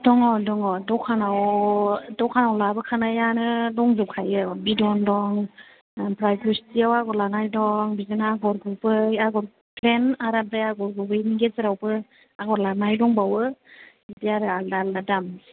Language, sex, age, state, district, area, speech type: Bodo, female, 45-60, Assam, Kokrajhar, rural, conversation